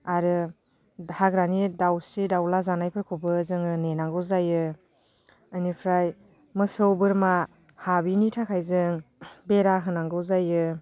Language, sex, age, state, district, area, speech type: Bodo, female, 30-45, Assam, Baksa, rural, spontaneous